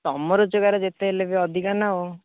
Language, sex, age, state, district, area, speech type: Odia, male, 18-30, Odisha, Jagatsinghpur, rural, conversation